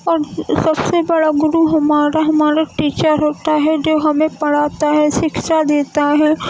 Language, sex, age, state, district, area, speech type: Urdu, female, 18-30, Uttar Pradesh, Gautam Buddha Nagar, rural, spontaneous